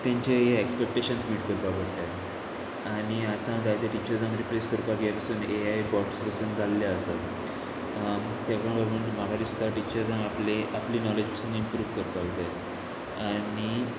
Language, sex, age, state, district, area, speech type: Goan Konkani, male, 18-30, Goa, Murmgao, rural, spontaneous